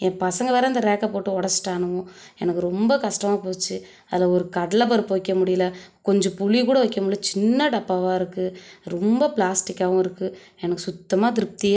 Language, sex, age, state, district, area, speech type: Tamil, female, 30-45, Tamil Nadu, Ariyalur, rural, spontaneous